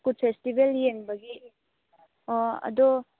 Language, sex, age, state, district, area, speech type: Manipuri, female, 18-30, Manipur, Churachandpur, rural, conversation